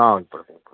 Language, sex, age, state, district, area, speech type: Malayalam, male, 45-60, Kerala, Idukki, rural, conversation